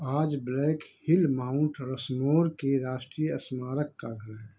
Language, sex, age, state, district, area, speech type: Hindi, male, 60+, Uttar Pradesh, Ayodhya, rural, read